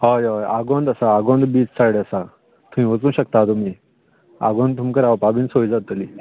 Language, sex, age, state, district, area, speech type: Goan Konkani, male, 30-45, Goa, Canacona, rural, conversation